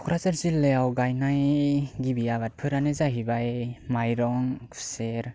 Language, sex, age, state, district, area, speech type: Bodo, male, 18-30, Assam, Kokrajhar, rural, spontaneous